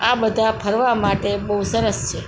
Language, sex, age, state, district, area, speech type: Gujarati, female, 45-60, Gujarat, Morbi, urban, spontaneous